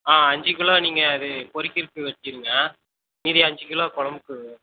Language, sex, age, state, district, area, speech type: Tamil, male, 18-30, Tamil Nadu, Tirunelveli, rural, conversation